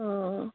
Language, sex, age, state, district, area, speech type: Assamese, female, 18-30, Assam, Dibrugarh, rural, conversation